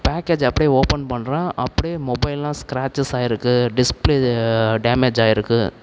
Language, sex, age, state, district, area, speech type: Tamil, male, 45-60, Tamil Nadu, Tiruvarur, urban, spontaneous